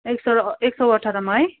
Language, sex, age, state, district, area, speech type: Nepali, female, 18-30, West Bengal, Kalimpong, rural, conversation